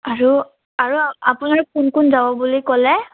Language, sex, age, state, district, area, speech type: Assamese, female, 18-30, Assam, Morigaon, rural, conversation